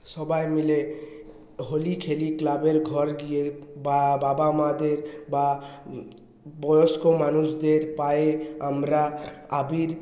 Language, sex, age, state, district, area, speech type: Bengali, male, 30-45, West Bengal, Purulia, urban, spontaneous